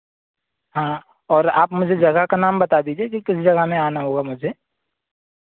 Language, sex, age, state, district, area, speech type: Hindi, male, 18-30, Madhya Pradesh, Seoni, urban, conversation